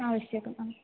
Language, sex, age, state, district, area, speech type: Sanskrit, female, 18-30, Kerala, Thrissur, urban, conversation